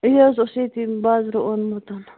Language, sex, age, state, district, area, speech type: Kashmiri, female, 45-60, Jammu and Kashmir, Baramulla, urban, conversation